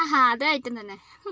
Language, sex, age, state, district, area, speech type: Malayalam, female, 18-30, Kerala, Wayanad, rural, spontaneous